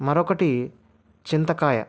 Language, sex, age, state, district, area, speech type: Telugu, male, 30-45, Andhra Pradesh, Anantapur, urban, spontaneous